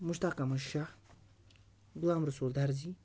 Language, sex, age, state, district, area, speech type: Kashmiri, male, 60+, Jammu and Kashmir, Baramulla, rural, spontaneous